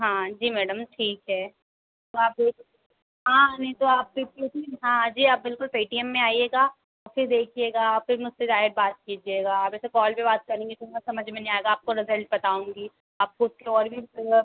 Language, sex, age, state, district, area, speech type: Hindi, female, 18-30, Madhya Pradesh, Harda, urban, conversation